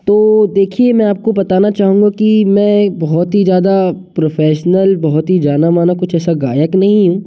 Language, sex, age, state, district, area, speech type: Hindi, male, 18-30, Madhya Pradesh, Jabalpur, urban, spontaneous